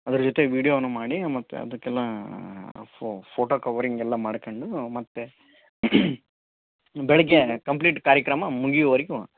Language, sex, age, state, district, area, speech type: Kannada, male, 18-30, Karnataka, Koppal, rural, conversation